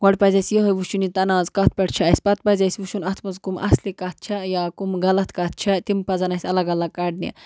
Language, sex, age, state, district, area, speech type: Kashmiri, female, 18-30, Jammu and Kashmir, Budgam, rural, spontaneous